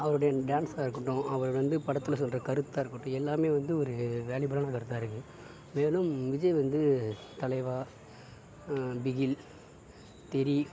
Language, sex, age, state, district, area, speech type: Tamil, male, 60+, Tamil Nadu, Sivaganga, urban, spontaneous